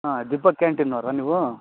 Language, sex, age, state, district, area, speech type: Kannada, male, 45-60, Karnataka, Raichur, rural, conversation